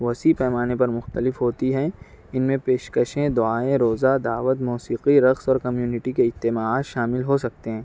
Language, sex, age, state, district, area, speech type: Urdu, male, 18-30, Maharashtra, Nashik, urban, spontaneous